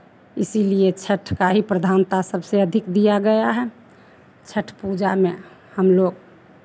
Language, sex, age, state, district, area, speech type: Hindi, female, 60+, Bihar, Begusarai, rural, spontaneous